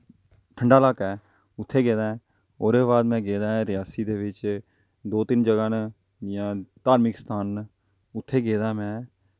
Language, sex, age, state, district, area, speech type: Dogri, male, 30-45, Jammu and Kashmir, Jammu, rural, spontaneous